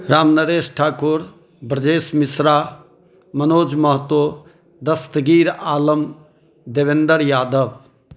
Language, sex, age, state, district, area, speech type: Maithili, male, 30-45, Bihar, Madhubani, urban, spontaneous